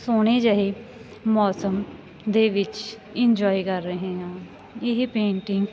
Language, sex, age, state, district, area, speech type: Punjabi, female, 18-30, Punjab, Sangrur, rural, spontaneous